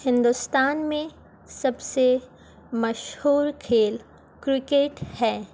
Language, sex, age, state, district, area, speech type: Urdu, female, 18-30, Bihar, Gaya, urban, spontaneous